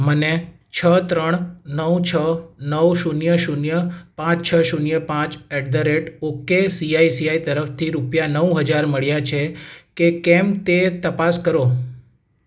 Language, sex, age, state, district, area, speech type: Gujarati, male, 18-30, Gujarat, Ahmedabad, urban, read